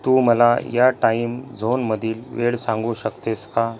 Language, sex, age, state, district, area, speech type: Marathi, male, 45-60, Maharashtra, Akola, rural, read